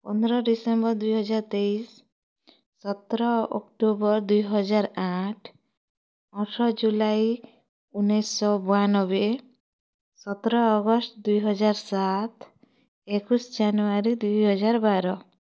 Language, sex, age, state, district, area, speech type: Odia, female, 30-45, Odisha, Kalahandi, rural, spontaneous